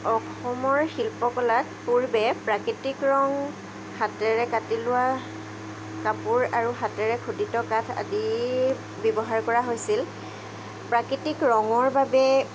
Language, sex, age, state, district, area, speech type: Assamese, female, 30-45, Assam, Jorhat, urban, spontaneous